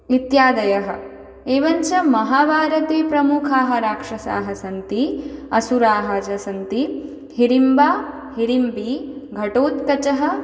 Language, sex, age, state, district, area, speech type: Sanskrit, female, 18-30, West Bengal, Dakshin Dinajpur, urban, spontaneous